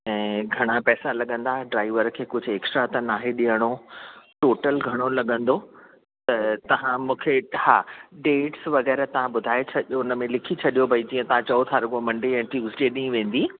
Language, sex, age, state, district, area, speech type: Sindhi, female, 60+, Delhi, South Delhi, urban, conversation